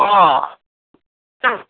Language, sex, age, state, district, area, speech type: Assamese, male, 45-60, Assam, Dhemaji, rural, conversation